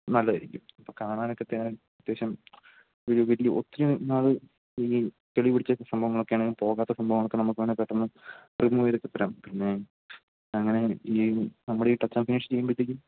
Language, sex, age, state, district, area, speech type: Malayalam, male, 18-30, Kerala, Idukki, rural, conversation